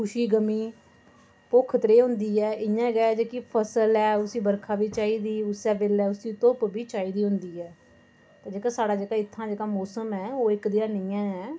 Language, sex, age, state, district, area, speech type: Dogri, female, 30-45, Jammu and Kashmir, Udhampur, urban, spontaneous